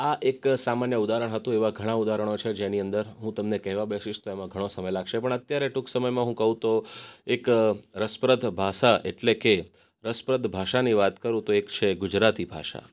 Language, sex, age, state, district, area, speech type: Gujarati, male, 30-45, Gujarat, Surat, urban, spontaneous